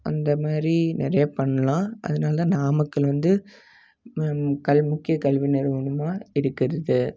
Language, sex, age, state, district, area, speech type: Tamil, male, 18-30, Tamil Nadu, Namakkal, rural, spontaneous